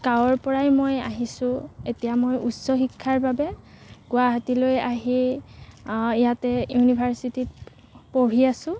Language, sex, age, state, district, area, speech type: Assamese, female, 18-30, Assam, Kamrup Metropolitan, urban, spontaneous